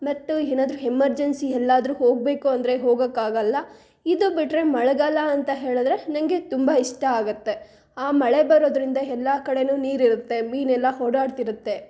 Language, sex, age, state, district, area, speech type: Kannada, female, 18-30, Karnataka, Chikkaballapur, urban, spontaneous